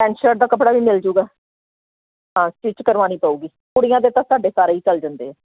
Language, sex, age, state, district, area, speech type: Punjabi, female, 45-60, Punjab, Jalandhar, urban, conversation